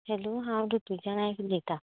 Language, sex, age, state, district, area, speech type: Goan Konkani, female, 18-30, Goa, Canacona, rural, conversation